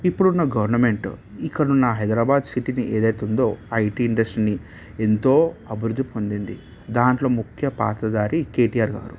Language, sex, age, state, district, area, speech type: Telugu, male, 18-30, Telangana, Hyderabad, urban, spontaneous